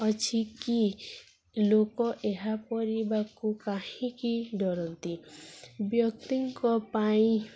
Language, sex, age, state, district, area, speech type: Odia, female, 18-30, Odisha, Nuapada, urban, spontaneous